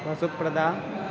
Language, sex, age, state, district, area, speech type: Sanskrit, male, 18-30, Bihar, Madhubani, rural, spontaneous